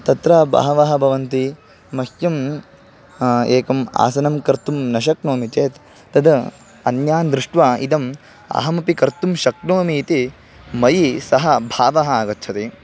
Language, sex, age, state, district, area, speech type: Sanskrit, male, 18-30, Karnataka, Bangalore Rural, rural, spontaneous